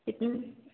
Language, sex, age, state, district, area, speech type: Hindi, female, 18-30, Madhya Pradesh, Narsinghpur, rural, conversation